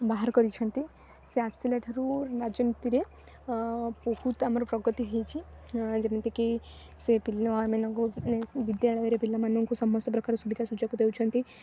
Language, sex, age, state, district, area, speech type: Odia, female, 18-30, Odisha, Rayagada, rural, spontaneous